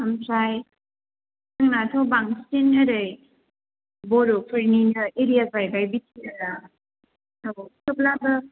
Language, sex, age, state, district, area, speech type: Bodo, female, 18-30, Assam, Kokrajhar, urban, conversation